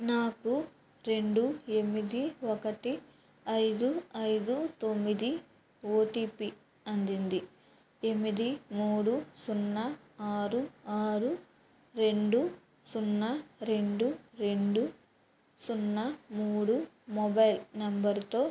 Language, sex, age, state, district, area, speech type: Telugu, female, 30-45, Andhra Pradesh, West Godavari, rural, read